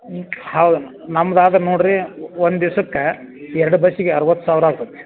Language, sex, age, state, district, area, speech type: Kannada, male, 60+, Karnataka, Dharwad, rural, conversation